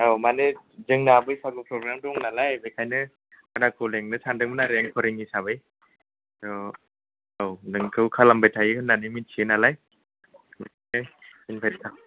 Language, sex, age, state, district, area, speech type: Bodo, male, 18-30, Assam, Kokrajhar, rural, conversation